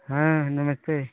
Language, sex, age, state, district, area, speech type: Hindi, male, 45-60, Uttar Pradesh, Prayagraj, rural, conversation